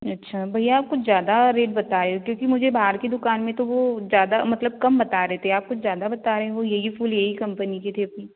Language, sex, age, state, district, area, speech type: Hindi, female, 18-30, Madhya Pradesh, Betul, rural, conversation